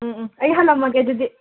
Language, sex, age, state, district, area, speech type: Manipuri, female, 18-30, Manipur, Imphal West, rural, conversation